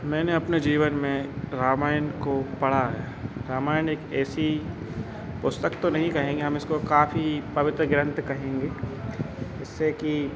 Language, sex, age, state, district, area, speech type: Hindi, male, 30-45, Madhya Pradesh, Hoshangabad, rural, spontaneous